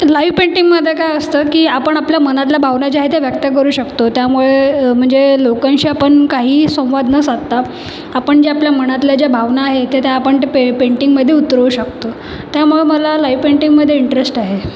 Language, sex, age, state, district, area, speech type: Marathi, female, 30-45, Maharashtra, Nagpur, urban, spontaneous